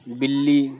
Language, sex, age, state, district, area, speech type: Urdu, male, 45-60, Uttar Pradesh, Lucknow, urban, read